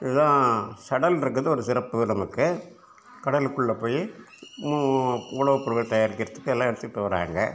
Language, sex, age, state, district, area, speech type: Tamil, male, 60+, Tamil Nadu, Cuddalore, rural, spontaneous